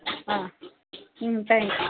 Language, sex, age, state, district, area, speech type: Tamil, female, 18-30, Tamil Nadu, Kallakurichi, rural, conversation